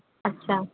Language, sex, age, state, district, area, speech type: Hindi, female, 30-45, Uttar Pradesh, Azamgarh, urban, conversation